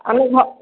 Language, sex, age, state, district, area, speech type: Odia, female, 45-60, Odisha, Khordha, rural, conversation